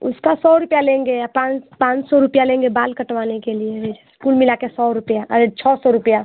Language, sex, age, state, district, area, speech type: Hindi, female, 30-45, Uttar Pradesh, Ghazipur, rural, conversation